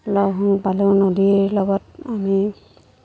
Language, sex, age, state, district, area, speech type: Assamese, female, 30-45, Assam, Lakhimpur, rural, spontaneous